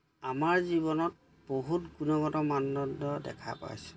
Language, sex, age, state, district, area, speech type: Assamese, male, 30-45, Assam, Majuli, urban, spontaneous